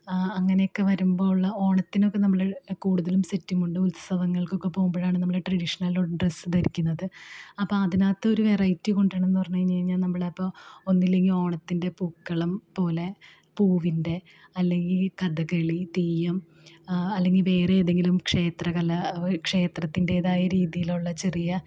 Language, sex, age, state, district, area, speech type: Malayalam, female, 30-45, Kerala, Ernakulam, rural, spontaneous